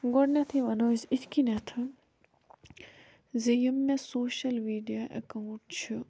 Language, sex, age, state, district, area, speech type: Kashmiri, female, 18-30, Jammu and Kashmir, Budgam, rural, spontaneous